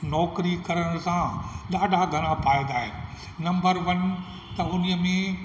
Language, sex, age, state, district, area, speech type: Sindhi, male, 60+, Rajasthan, Ajmer, urban, spontaneous